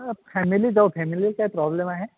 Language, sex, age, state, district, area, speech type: Marathi, male, 18-30, Maharashtra, Ahmednagar, rural, conversation